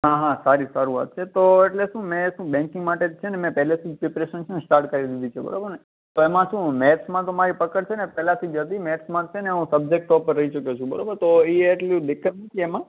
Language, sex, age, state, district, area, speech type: Gujarati, male, 18-30, Gujarat, Kutch, urban, conversation